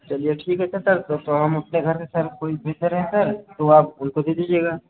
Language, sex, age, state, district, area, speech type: Hindi, male, 18-30, Uttar Pradesh, Mirzapur, rural, conversation